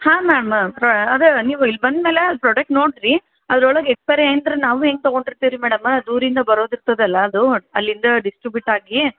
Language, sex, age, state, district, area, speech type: Kannada, female, 30-45, Karnataka, Dharwad, rural, conversation